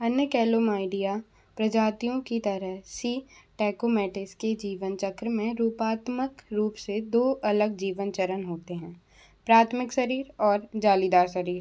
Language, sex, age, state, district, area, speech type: Hindi, female, 18-30, Madhya Pradesh, Bhopal, urban, read